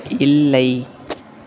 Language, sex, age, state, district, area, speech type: Tamil, male, 18-30, Tamil Nadu, Tiruvarur, rural, read